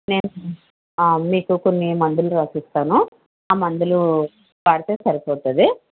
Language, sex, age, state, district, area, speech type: Telugu, female, 60+, Andhra Pradesh, Konaseema, rural, conversation